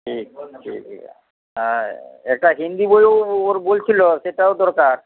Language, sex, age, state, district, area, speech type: Bengali, male, 60+, West Bengal, Uttar Dinajpur, urban, conversation